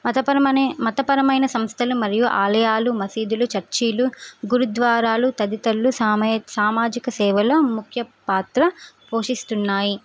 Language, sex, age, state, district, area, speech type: Telugu, female, 18-30, Telangana, Suryapet, urban, spontaneous